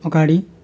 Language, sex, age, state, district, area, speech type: Nepali, male, 18-30, West Bengal, Darjeeling, rural, read